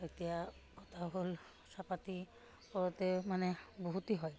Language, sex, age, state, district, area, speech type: Assamese, female, 45-60, Assam, Udalguri, rural, spontaneous